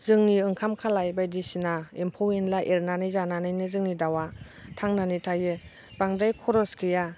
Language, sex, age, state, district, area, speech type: Bodo, female, 30-45, Assam, Baksa, rural, spontaneous